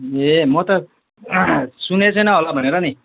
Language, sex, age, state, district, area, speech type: Nepali, male, 30-45, West Bengal, Alipurduar, urban, conversation